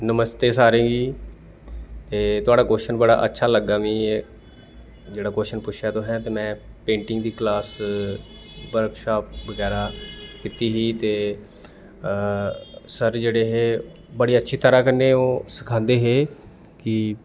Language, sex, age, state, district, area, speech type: Dogri, male, 30-45, Jammu and Kashmir, Samba, rural, spontaneous